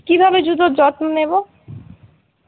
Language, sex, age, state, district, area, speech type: Bengali, female, 18-30, West Bengal, Dakshin Dinajpur, urban, conversation